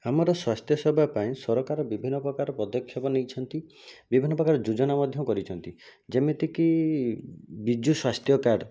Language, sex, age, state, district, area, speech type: Odia, male, 18-30, Odisha, Jajpur, rural, spontaneous